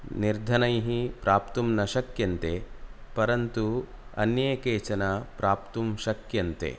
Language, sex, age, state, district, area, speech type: Sanskrit, male, 30-45, Karnataka, Udupi, rural, spontaneous